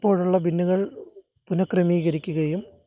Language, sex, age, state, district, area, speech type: Malayalam, male, 30-45, Kerala, Kottayam, urban, spontaneous